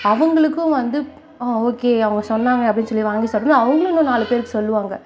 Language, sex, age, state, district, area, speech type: Tamil, female, 45-60, Tamil Nadu, Sivaganga, rural, spontaneous